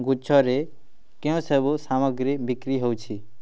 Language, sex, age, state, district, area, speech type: Odia, male, 18-30, Odisha, Kalahandi, rural, read